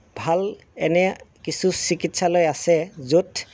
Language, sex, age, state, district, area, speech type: Assamese, male, 30-45, Assam, Golaghat, urban, spontaneous